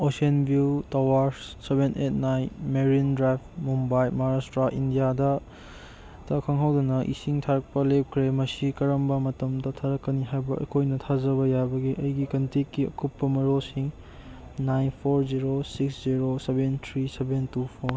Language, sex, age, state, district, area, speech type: Manipuri, male, 18-30, Manipur, Churachandpur, rural, read